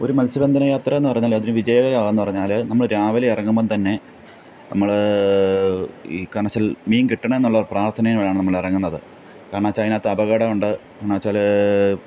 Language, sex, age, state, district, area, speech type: Malayalam, male, 30-45, Kerala, Pathanamthitta, rural, spontaneous